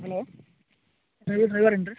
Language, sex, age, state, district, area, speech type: Kannada, male, 30-45, Karnataka, Raichur, rural, conversation